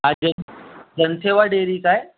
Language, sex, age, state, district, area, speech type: Marathi, male, 30-45, Maharashtra, Raigad, rural, conversation